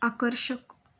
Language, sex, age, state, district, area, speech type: Marathi, female, 18-30, Maharashtra, Raigad, rural, read